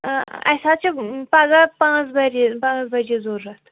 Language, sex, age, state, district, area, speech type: Kashmiri, female, 30-45, Jammu and Kashmir, Shopian, urban, conversation